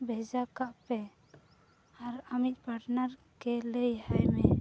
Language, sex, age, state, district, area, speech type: Santali, female, 18-30, Jharkhand, Seraikela Kharsawan, rural, spontaneous